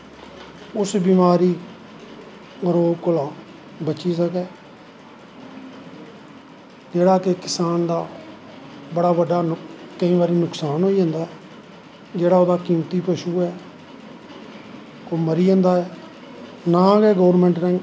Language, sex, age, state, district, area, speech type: Dogri, male, 45-60, Jammu and Kashmir, Samba, rural, spontaneous